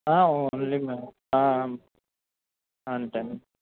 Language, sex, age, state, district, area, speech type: Telugu, male, 18-30, Andhra Pradesh, West Godavari, rural, conversation